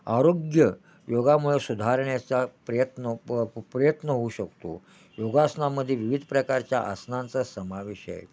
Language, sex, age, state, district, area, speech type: Marathi, male, 60+, Maharashtra, Kolhapur, urban, spontaneous